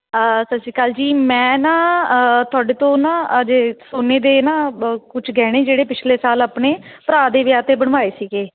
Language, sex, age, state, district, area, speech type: Punjabi, female, 30-45, Punjab, Patiala, urban, conversation